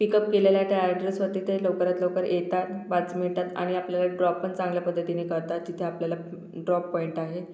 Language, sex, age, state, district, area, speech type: Marathi, female, 45-60, Maharashtra, Yavatmal, urban, spontaneous